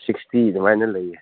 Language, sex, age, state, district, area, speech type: Manipuri, male, 60+, Manipur, Churachandpur, rural, conversation